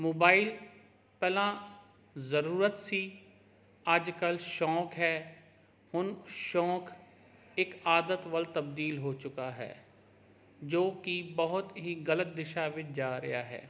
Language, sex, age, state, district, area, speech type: Punjabi, male, 30-45, Punjab, Jalandhar, urban, spontaneous